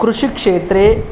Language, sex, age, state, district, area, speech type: Sanskrit, male, 30-45, Telangana, Ranga Reddy, urban, spontaneous